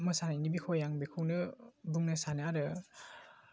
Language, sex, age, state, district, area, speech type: Bodo, male, 18-30, Assam, Baksa, rural, spontaneous